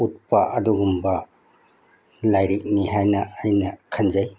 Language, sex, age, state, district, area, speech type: Manipuri, male, 60+, Manipur, Bishnupur, rural, spontaneous